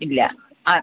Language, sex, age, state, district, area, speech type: Malayalam, female, 30-45, Kerala, Kollam, rural, conversation